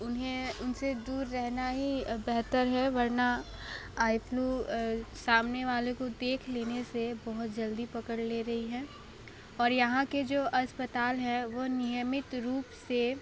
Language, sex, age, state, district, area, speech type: Hindi, female, 18-30, Uttar Pradesh, Sonbhadra, rural, spontaneous